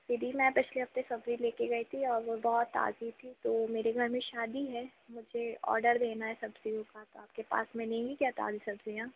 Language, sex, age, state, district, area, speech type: Hindi, female, 18-30, Madhya Pradesh, Jabalpur, urban, conversation